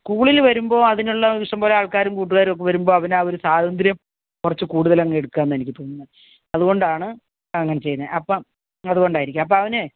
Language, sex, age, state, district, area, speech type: Malayalam, female, 60+, Kerala, Kasaragod, urban, conversation